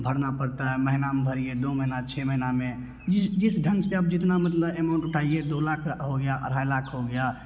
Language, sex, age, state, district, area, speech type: Hindi, male, 18-30, Bihar, Begusarai, urban, spontaneous